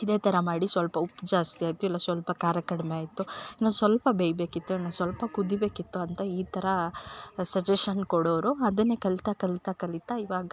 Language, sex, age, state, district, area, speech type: Kannada, female, 18-30, Karnataka, Chikkamagaluru, rural, spontaneous